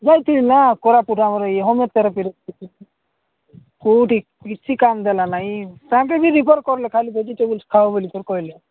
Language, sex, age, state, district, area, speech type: Odia, male, 45-60, Odisha, Nabarangpur, rural, conversation